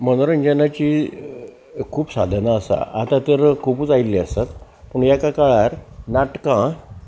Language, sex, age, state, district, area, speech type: Goan Konkani, male, 60+, Goa, Salcete, rural, spontaneous